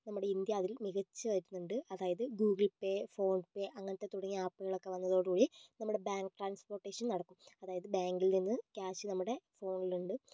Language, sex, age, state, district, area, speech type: Malayalam, female, 18-30, Kerala, Kozhikode, urban, spontaneous